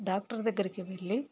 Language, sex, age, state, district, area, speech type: Telugu, female, 45-60, Telangana, Peddapalli, urban, spontaneous